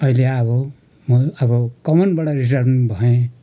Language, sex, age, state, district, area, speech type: Nepali, male, 60+, West Bengal, Kalimpong, rural, spontaneous